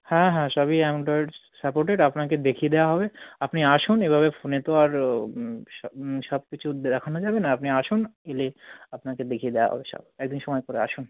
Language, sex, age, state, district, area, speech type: Bengali, male, 45-60, West Bengal, South 24 Parganas, rural, conversation